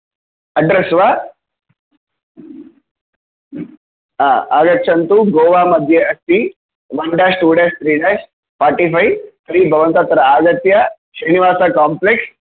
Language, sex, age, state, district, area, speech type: Sanskrit, male, 30-45, Telangana, Hyderabad, urban, conversation